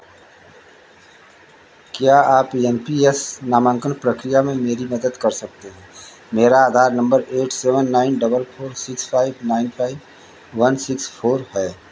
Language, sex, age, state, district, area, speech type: Hindi, male, 60+, Uttar Pradesh, Ayodhya, rural, read